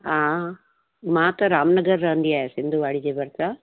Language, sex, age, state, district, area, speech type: Sindhi, female, 60+, Gujarat, Surat, urban, conversation